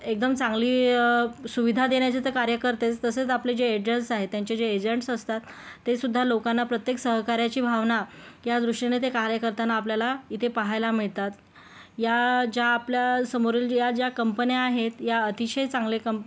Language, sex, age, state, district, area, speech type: Marathi, female, 18-30, Maharashtra, Yavatmal, rural, spontaneous